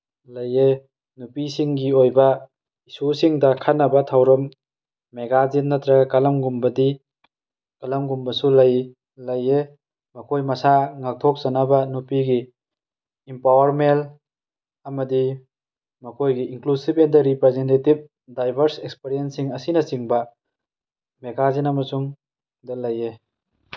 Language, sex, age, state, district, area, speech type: Manipuri, male, 18-30, Manipur, Tengnoupal, rural, spontaneous